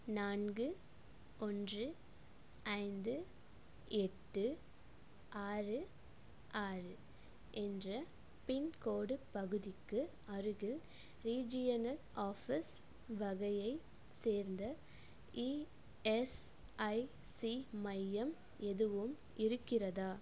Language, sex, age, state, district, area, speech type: Tamil, female, 18-30, Tamil Nadu, Coimbatore, rural, read